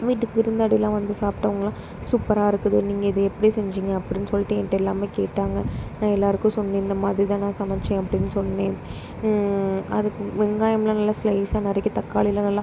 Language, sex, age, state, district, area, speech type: Tamil, female, 30-45, Tamil Nadu, Pudukkottai, rural, spontaneous